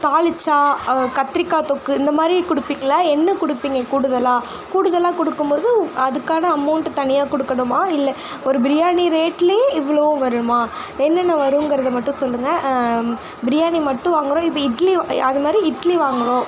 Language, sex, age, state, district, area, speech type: Tamil, female, 45-60, Tamil Nadu, Sivaganga, rural, spontaneous